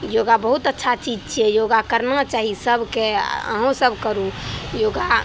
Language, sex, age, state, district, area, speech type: Maithili, female, 18-30, Bihar, Araria, urban, spontaneous